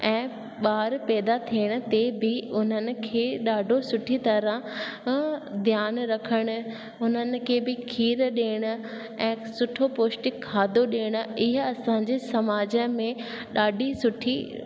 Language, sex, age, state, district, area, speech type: Sindhi, female, 18-30, Rajasthan, Ajmer, urban, spontaneous